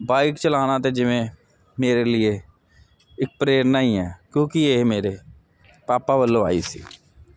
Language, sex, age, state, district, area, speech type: Punjabi, male, 30-45, Punjab, Jalandhar, urban, spontaneous